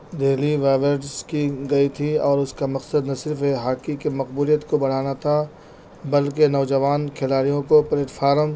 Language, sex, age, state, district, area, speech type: Urdu, male, 30-45, Delhi, North East Delhi, urban, spontaneous